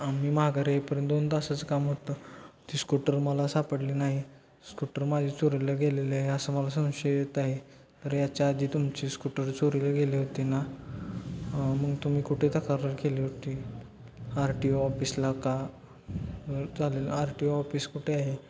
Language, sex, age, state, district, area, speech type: Marathi, male, 18-30, Maharashtra, Satara, urban, spontaneous